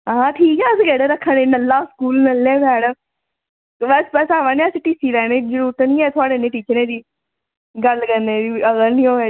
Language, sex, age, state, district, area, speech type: Dogri, female, 18-30, Jammu and Kashmir, Jammu, rural, conversation